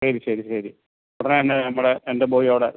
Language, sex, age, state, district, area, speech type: Malayalam, male, 45-60, Kerala, Alappuzha, rural, conversation